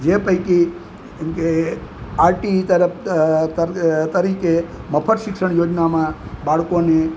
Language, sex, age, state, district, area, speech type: Gujarati, male, 60+, Gujarat, Junagadh, urban, spontaneous